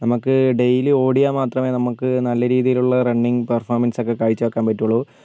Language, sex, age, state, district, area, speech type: Malayalam, male, 45-60, Kerala, Wayanad, rural, spontaneous